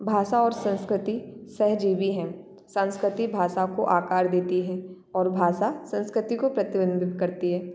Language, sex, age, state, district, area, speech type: Hindi, female, 18-30, Madhya Pradesh, Gwalior, rural, spontaneous